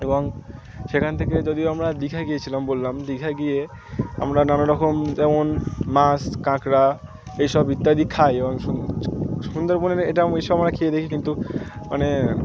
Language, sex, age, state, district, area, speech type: Bengali, male, 18-30, West Bengal, Birbhum, urban, spontaneous